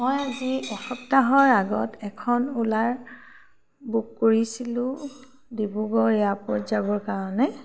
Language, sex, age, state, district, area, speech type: Assamese, female, 60+, Assam, Tinsukia, rural, spontaneous